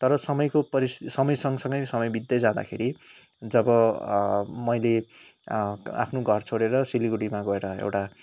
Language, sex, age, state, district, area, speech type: Nepali, male, 18-30, West Bengal, Kalimpong, rural, spontaneous